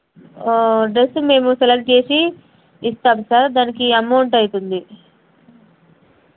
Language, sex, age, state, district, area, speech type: Telugu, female, 30-45, Telangana, Jangaon, rural, conversation